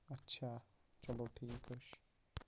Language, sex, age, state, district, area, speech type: Kashmiri, male, 30-45, Jammu and Kashmir, Baramulla, rural, spontaneous